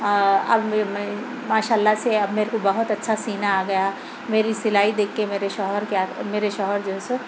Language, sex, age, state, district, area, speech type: Urdu, female, 45-60, Telangana, Hyderabad, urban, spontaneous